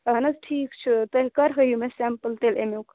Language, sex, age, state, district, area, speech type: Kashmiri, female, 18-30, Jammu and Kashmir, Budgam, rural, conversation